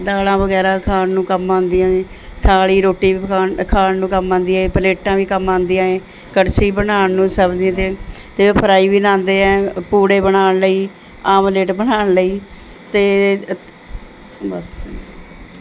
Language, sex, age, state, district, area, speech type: Punjabi, female, 45-60, Punjab, Mohali, urban, spontaneous